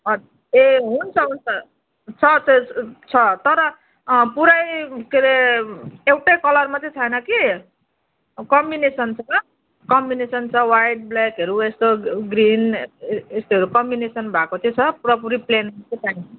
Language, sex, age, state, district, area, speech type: Nepali, female, 45-60, West Bengal, Darjeeling, rural, conversation